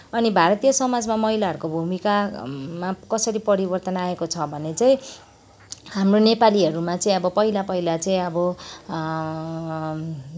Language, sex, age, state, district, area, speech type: Nepali, female, 45-60, West Bengal, Kalimpong, rural, spontaneous